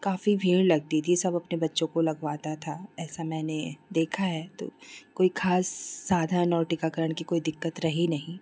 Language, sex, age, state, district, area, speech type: Hindi, female, 30-45, Uttar Pradesh, Chandauli, urban, spontaneous